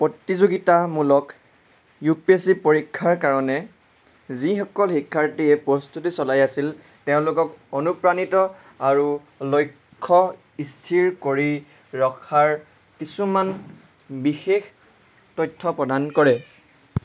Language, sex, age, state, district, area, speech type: Assamese, male, 30-45, Assam, Nagaon, rural, spontaneous